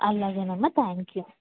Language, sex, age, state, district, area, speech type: Telugu, female, 18-30, Telangana, Karimnagar, urban, conversation